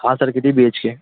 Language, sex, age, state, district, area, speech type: Marathi, male, 18-30, Maharashtra, Thane, urban, conversation